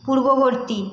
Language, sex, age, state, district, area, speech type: Bengali, female, 30-45, West Bengal, Paschim Medinipur, rural, read